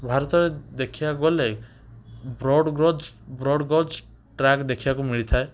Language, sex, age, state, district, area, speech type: Odia, male, 18-30, Odisha, Cuttack, urban, spontaneous